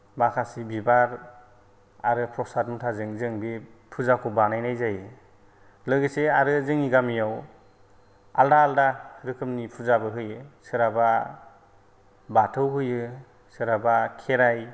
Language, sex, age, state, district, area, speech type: Bodo, male, 30-45, Assam, Kokrajhar, rural, spontaneous